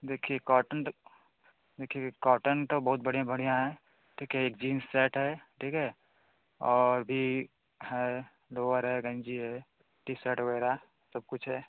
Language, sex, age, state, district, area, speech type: Hindi, male, 18-30, Uttar Pradesh, Varanasi, rural, conversation